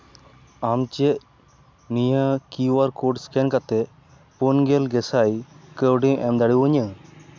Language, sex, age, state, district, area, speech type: Santali, male, 18-30, West Bengal, Malda, rural, read